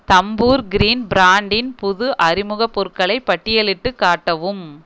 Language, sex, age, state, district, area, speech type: Tamil, female, 30-45, Tamil Nadu, Erode, rural, read